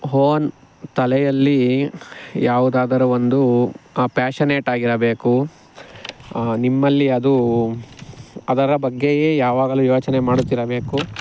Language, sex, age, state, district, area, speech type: Kannada, male, 45-60, Karnataka, Chikkaballapur, rural, spontaneous